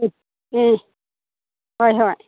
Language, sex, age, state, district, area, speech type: Manipuri, female, 60+, Manipur, Churachandpur, urban, conversation